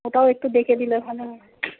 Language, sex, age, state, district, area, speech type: Bengali, female, 30-45, West Bengal, Darjeeling, rural, conversation